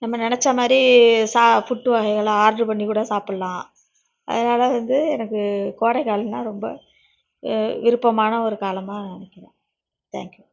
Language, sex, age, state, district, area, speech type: Tamil, female, 45-60, Tamil Nadu, Nagapattinam, rural, spontaneous